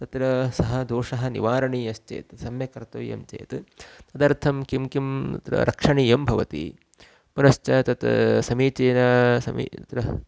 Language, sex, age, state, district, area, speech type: Sanskrit, male, 30-45, Karnataka, Udupi, rural, spontaneous